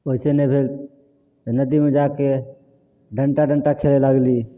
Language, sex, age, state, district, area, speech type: Maithili, male, 18-30, Bihar, Samastipur, rural, spontaneous